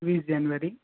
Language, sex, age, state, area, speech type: Gujarati, male, 18-30, Gujarat, urban, conversation